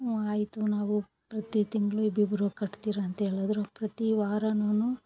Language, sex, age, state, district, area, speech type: Kannada, female, 45-60, Karnataka, Bangalore Rural, rural, spontaneous